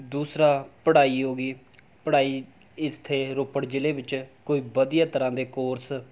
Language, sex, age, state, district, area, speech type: Punjabi, male, 18-30, Punjab, Rupnagar, urban, spontaneous